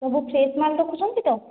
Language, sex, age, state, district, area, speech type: Odia, female, 30-45, Odisha, Khordha, rural, conversation